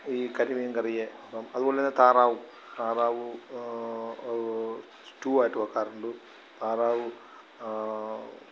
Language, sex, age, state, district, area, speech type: Malayalam, male, 45-60, Kerala, Alappuzha, rural, spontaneous